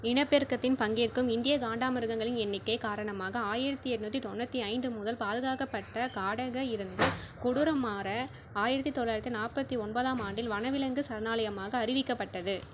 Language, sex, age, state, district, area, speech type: Tamil, female, 30-45, Tamil Nadu, Cuddalore, rural, read